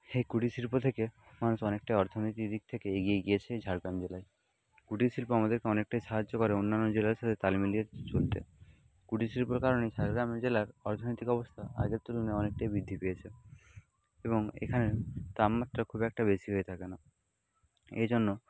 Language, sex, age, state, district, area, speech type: Bengali, male, 18-30, West Bengal, Jhargram, rural, spontaneous